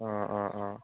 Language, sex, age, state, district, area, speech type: Assamese, male, 18-30, Assam, Dibrugarh, urban, conversation